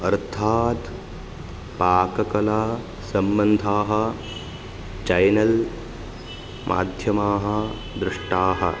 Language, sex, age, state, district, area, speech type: Sanskrit, male, 18-30, Karnataka, Uttara Kannada, urban, spontaneous